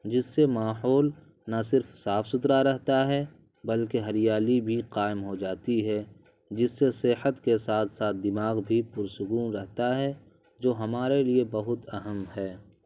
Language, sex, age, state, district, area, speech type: Urdu, male, 30-45, Bihar, Purnia, rural, spontaneous